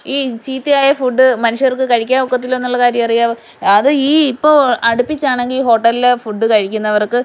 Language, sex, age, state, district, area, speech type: Malayalam, female, 30-45, Kerala, Kollam, rural, spontaneous